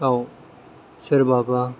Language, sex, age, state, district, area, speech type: Bodo, male, 18-30, Assam, Chirang, urban, spontaneous